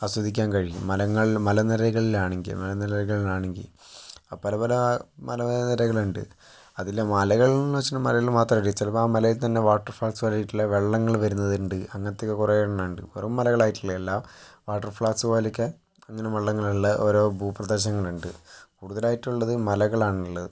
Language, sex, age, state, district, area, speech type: Malayalam, male, 18-30, Kerala, Kozhikode, urban, spontaneous